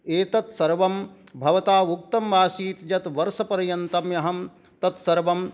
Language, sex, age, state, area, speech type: Sanskrit, male, 60+, Jharkhand, rural, spontaneous